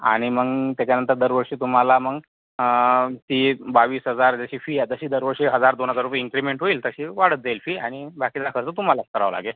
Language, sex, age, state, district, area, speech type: Marathi, male, 60+, Maharashtra, Nagpur, rural, conversation